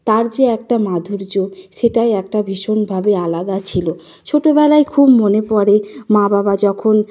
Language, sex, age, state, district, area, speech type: Bengali, female, 45-60, West Bengal, Nadia, rural, spontaneous